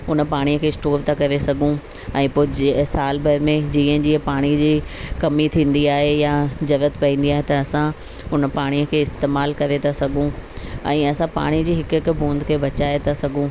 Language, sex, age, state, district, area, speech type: Sindhi, female, 45-60, Delhi, South Delhi, rural, spontaneous